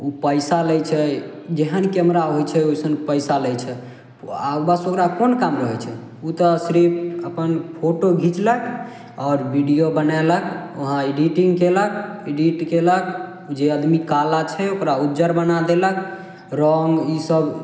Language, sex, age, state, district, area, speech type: Maithili, male, 18-30, Bihar, Samastipur, rural, spontaneous